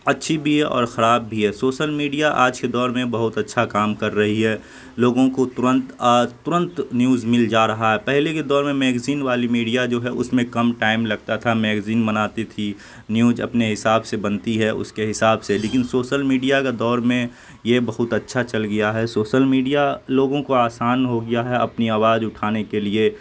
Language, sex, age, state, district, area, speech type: Urdu, male, 18-30, Bihar, Saharsa, urban, spontaneous